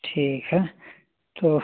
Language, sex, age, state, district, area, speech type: Hindi, male, 18-30, Uttar Pradesh, Azamgarh, rural, conversation